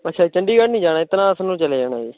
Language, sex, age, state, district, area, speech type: Punjabi, male, 18-30, Punjab, Mohali, rural, conversation